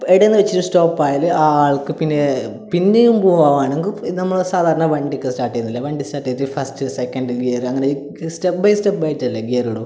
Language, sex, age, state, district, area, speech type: Malayalam, male, 18-30, Kerala, Kasaragod, urban, spontaneous